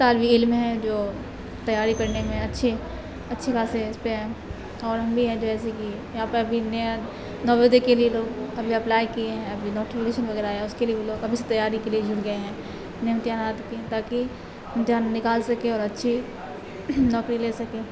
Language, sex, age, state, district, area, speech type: Urdu, female, 18-30, Bihar, Supaul, rural, spontaneous